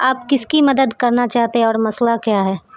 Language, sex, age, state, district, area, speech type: Urdu, female, 45-60, Bihar, Supaul, urban, read